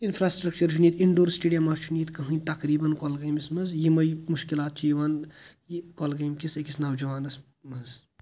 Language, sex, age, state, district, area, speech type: Kashmiri, male, 18-30, Jammu and Kashmir, Kulgam, rural, spontaneous